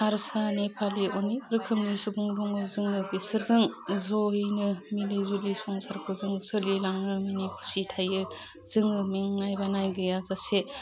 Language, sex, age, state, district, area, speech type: Bodo, female, 30-45, Assam, Udalguri, urban, spontaneous